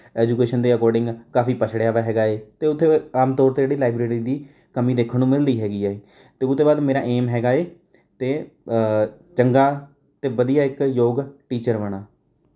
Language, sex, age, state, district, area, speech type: Punjabi, male, 18-30, Punjab, Rupnagar, rural, spontaneous